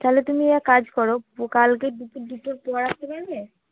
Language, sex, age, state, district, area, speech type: Bengali, female, 18-30, West Bengal, Cooch Behar, urban, conversation